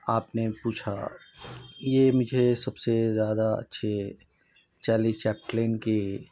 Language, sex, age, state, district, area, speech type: Urdu, male, 18-30, Telangana, Hyderabad, urban, spontaneous